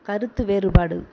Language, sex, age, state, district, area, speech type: Tamil, female, 45-60, Tamil Nadu, Viluppuram, urban, read